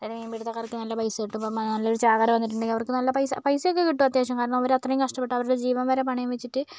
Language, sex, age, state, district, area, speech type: Malayalam, female, 30-45, Kerala, Kozhikode, urban, spontaneous